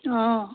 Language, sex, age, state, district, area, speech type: Assamese, female, 60+, Assam, Biswanath, rural, conversation